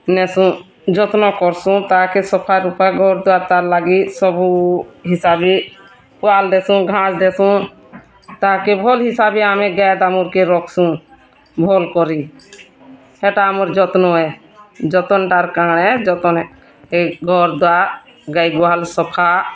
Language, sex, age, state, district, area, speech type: Odia, female, 45-60, Odisha, Bargarh, urban, spontaneous